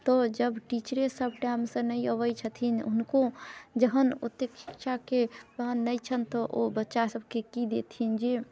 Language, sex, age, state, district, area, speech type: Maithili, female, 30-45, Bihar, Muzaffarpur, rural, spontaneous